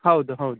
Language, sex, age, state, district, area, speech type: Kannada, male, 18-30, Karnataka, Uttara Kannada, rural, conversation